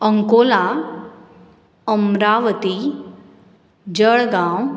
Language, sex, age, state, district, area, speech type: Goan Konkani, female, 30-45, Goa, Bardez, urban, spontaneous